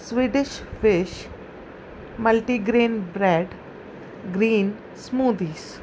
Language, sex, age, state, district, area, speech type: Sindhi, female, 30-45, Gujarat, Kutch, urban, spontaneous